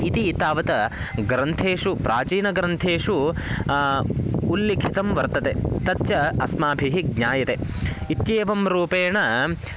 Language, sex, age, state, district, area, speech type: Sanskrit, male, 18-30, Karnataka, Bagalkot, rural, spontaneous